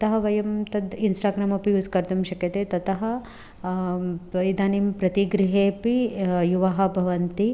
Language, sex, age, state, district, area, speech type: Sanskrit, female, 18-30, Karnataka, Dharwad, urban, spontaneous